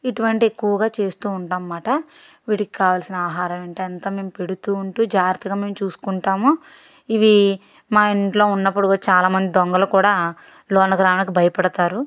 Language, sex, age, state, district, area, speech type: Telugu, female, 30-45, Andhra Pradesh, Guntur, urban, spontaneous